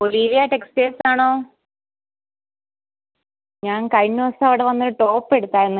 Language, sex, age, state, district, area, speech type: Malayalam, female, 30-45, Kerala, Kollam, rural, conversation